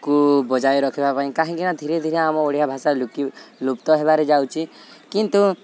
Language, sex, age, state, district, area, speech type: Odia, male, 18-30, Odisha, Subarnapur, urban, spontaneous